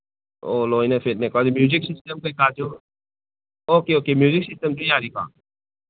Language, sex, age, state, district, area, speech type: Manipuri, male, 45-60, Manipur, Imphal East, rural, conversation